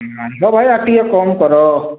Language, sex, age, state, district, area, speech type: Odia, male, 30-45, Odisha, Boudh, rural, conversation